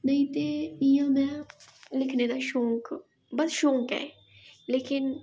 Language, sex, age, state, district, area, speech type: Dogri, female, 18-30, Jammu and Kashmir, Jammu, urban, spontaneous